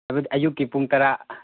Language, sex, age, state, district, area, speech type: Manipuri, male, 30-45, Manipur, Chandel, rural, conversation